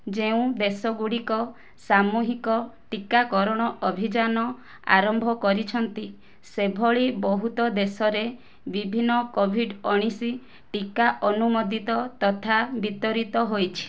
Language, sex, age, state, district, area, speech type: Odia, female, 18-30, Odisha, Kandhamal, rural, read